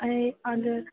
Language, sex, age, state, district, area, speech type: Tamil, female, 18-30, Tamil Nadu, Perambalur, rural, conversation